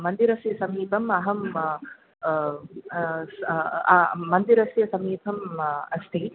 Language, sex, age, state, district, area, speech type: Sanskrit, female, 30-45, Tamil Nadu, Tiruchirappalli, urban, conversation